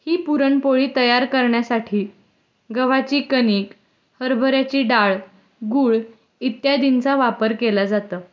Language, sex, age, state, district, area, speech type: Marathi, female, 18-30, Maharashtra, Satara, urban, spontaneous